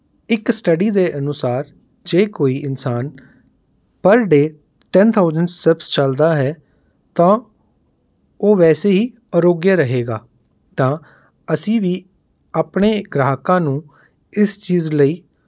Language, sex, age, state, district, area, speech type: Punjabi, male, 30-45, Punjab, Mohali, urban, spontaneous